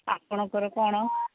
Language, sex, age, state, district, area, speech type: Odia, female, 45-60, Odisha, Angul, rural, conversation